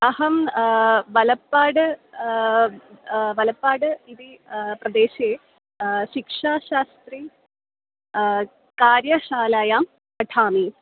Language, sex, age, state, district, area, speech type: Sanskrit, female, 18-30, Kerala, Kollam, urban, conversation